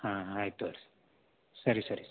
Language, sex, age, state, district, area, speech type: Kannada, male, 30-45, Karnataka, Belgaum, rural, conversation